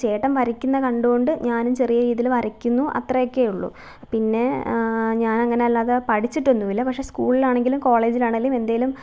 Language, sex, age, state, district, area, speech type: Malayalam, female, 18-30, Kerala, Alappuzha, rural, spontaneous